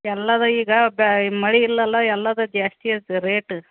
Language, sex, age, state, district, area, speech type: Kannada, female, 45-60, Karnataka, Gadag, rural, conversation